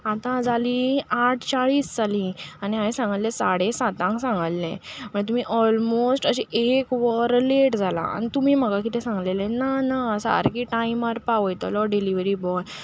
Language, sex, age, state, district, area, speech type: Goan Konkani, female, 45-60, Goa, Ponda, rural, spontaneous